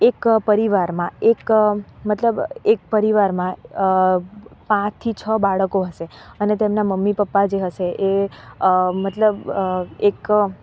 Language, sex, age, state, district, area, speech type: Gujarati, female, 18-30, Gujarat, Narmada, urban, spontaneous